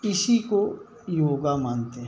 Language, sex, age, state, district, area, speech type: Hindi, male, 60+, Uttar Pradesh, Jaunpur, rural, spontaneous